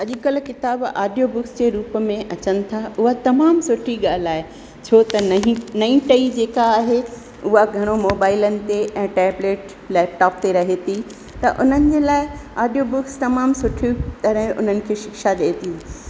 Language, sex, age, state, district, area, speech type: Sindhi, female, 60+, Rajasthan, Ajmer, urban, spontaneous